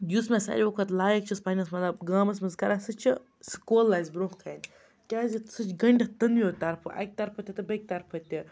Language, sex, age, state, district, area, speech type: Kashmiri, female, 30-45, Jammu and Kashmir, Baramulla, rural, spontaneous